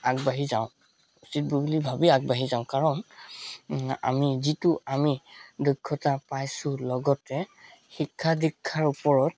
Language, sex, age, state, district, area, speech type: Assamese, male, 18-30, Assam, Charaideo, urban, spontaneous